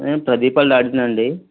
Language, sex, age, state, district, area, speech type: Telugu, male, 45-60, Andhra Pradesh, Eluru, urban, conversation